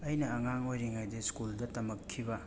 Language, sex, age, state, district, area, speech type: Manipuri, male, 30-45, Manipur, Imphal West, urban, spontaneous